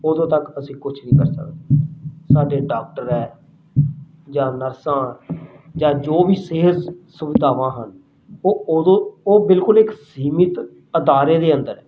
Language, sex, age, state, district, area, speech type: Punjabi, male, 30-45, Punjab, Rupnagar, rural, spontaneous